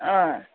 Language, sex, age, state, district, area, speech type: Nepali, female, 45-60, West Bengal, Jalpaiguri, urban, conversation